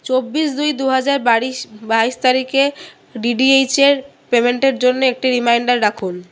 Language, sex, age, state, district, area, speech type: Bengali, female, 30-45, West Bengal, Paschim Bardhaman, urban, read